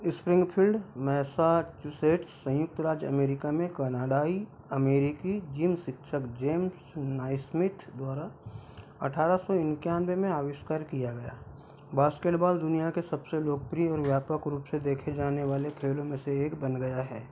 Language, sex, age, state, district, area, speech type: Hindi, male, 45-60, Madhya Pradesh, Balaghat, rural, read